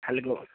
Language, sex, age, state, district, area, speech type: Odia, male, 60+, Odisha, Kandhamal, rural, conversation